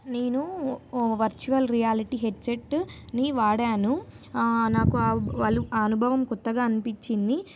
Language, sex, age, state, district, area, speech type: Telugu, female, 18-30, Telangana, Nizamabad, urban, spontaneous